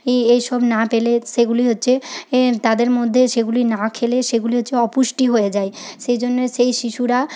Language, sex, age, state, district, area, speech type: Bengali, female, 18-30, West Bengal, Paschim Medinipur, rural, spontaneous